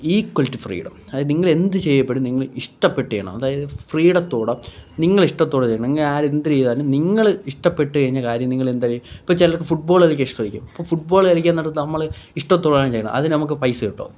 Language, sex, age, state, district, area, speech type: Malayalam, male, 18-30, Kerala, Kollam, rural, spontaneous